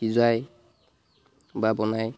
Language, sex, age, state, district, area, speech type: Assamese, male, 45-60, Assam, Charaideo, rural, spontaneous